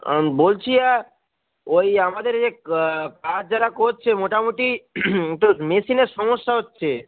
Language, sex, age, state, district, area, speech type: Bengali, male, 45-60, West Bengal, Hooghly, rural, conversation